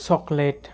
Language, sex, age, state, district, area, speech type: Assamese, male, 18-30, Assam, Barpeta, rural, spontaneous